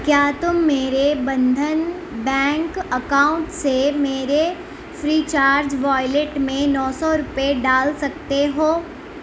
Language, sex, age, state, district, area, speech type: Urdu, female, 18-30, Telangana, Hyderabad, urban, read